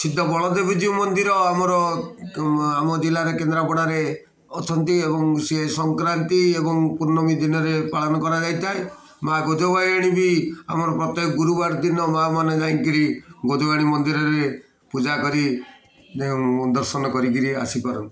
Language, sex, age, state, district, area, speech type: Odia, male, 45-60, Odisha, Kendrapara, urban, spontaneous